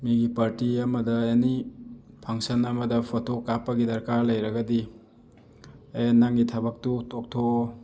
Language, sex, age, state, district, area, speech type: Manipuri, male, 18-30, Manipur, Thoubal, rural, spontaneous